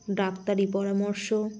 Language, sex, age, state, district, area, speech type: Bengali, female, 30-45, West Bengal, Cooch Behar, urban, spontaneous